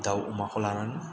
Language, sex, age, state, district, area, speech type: Bodo, male, 45-60, Assam, Kokrajhar, rural, spontaneous